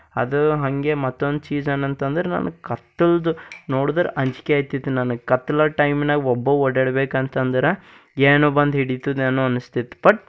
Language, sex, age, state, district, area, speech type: Kannada, male, 18-30, Karnataka, Bidar, urban, spontaneous